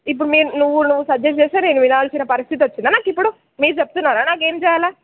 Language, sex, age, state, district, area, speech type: Telugu, female, 18-30, Telangana, Nirmal, rural, conversation